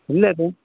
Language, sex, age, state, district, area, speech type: Tamil, male, 60+, Tamil Nadu, Thanjavur, rural, conversation